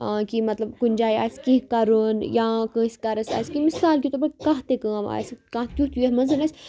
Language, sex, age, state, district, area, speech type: Kashmiri, female, 18-30, Jammu and Kashmir, Kupwara, rural, spontaneous